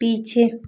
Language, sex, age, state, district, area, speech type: Hindi, female, 18-30, Uttar Pradesh, Azamgarh, urban, read